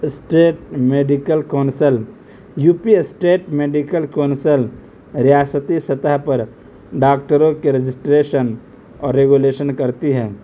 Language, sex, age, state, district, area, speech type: Urdu, male, 18-30, Uttar Pradesh, Saharanpur, urban, spontaneous